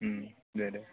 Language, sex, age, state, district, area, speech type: Bodo, male, 18-30, Assam, Kokrajhar, rural, conversation